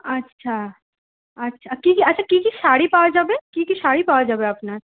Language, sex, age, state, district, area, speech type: Bengali, female, 18-30, West Bengal, Purulia, rural, conversation